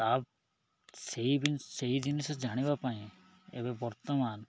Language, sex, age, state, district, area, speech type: Odia, male, 18-30, Odisha, Koraput, urban, spontaneous